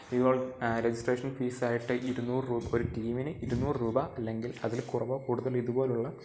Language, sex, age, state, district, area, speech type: Malayalam, male, 18-30, Kerala, Pathanamthitta, rural, spontaneous